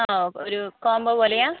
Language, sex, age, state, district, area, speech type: Malayalam, female, 45-60, Kerala, Kozhikode, urban, conversation